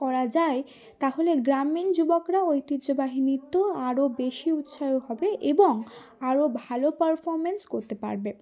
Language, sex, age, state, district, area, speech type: Bengali, female, 18-30, West Bengal, Cooch Behar, urban, spontaneous